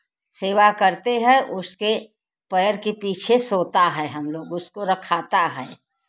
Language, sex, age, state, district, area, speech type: Hindi, female, 60+, Uttar Pradesh, Jaunpur, rural, spontaneous